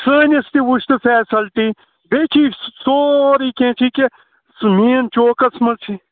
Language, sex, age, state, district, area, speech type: Kashmiri, male, 45-60, Jammu and Kashmir, Srinagar, rural, conversation